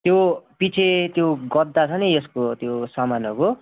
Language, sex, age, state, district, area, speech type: Nepali, male, 18-30, West Bengal, Darjeeling, rural, conversation